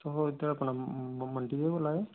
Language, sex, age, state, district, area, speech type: Dogri, male, 30-45, Jammu and Kashmir, Samba, rural, conversation